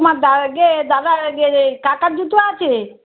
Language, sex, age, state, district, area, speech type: Bengali, female, 45-60, West Bengal, Darjeeling, rural, conversation